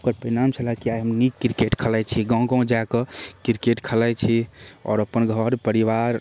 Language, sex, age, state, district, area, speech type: Maithili, male, 18-30, Bihar, Darbhanga, rural, spontaneous